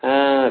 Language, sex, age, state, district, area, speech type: Hindi, male, 18-30, Uttar Pradesh, Ghazipur, rural, conversation